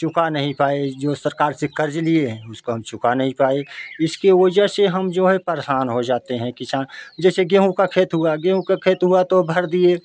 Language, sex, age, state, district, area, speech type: Hindi, male, 45-60, Uttar Pradesh, Jaunpur, rural, spontaneous